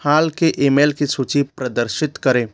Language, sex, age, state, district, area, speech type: Hindi, male, 30-45, Madhya Pradesh, Bhopal, urban, read